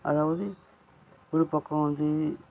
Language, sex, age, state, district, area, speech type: Tamil, male, 45-60, Tamil Nadu, Nagapattinam, rural, spontaneous